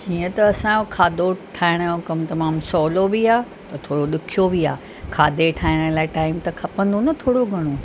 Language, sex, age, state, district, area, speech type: Sindhi, female, 45-60, Maharashtra, Mumbai Suburban, urban, spontaneous